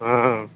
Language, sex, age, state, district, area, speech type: Odia, male, 45-60, Odisha, Nuapada, urban, conversation